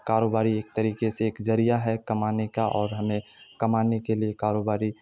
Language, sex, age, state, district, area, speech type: Urdu, male, 30-45, Bihar, Supaul, urban, spontaneous